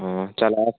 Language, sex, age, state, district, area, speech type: Odia, male, 18-30, Odisha, Kalahandi, rural, conversation